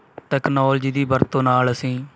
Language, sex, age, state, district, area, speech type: Punjabi, male, 30-45, Punjab, Bathinda, rural, spontaneous